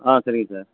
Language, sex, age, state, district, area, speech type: Tamil, male, 60+, Tamil Nadu, Virudhunagar, rural, conversation